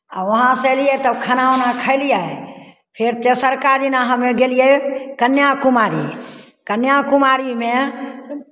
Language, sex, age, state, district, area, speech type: Maithili, female, 60+, Bihar, Begusarai, rural, spontaneous